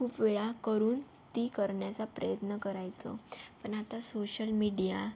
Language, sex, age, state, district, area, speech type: Marathi, female, 18-30, Maharashtra, Yavatmal, rural, spontaneous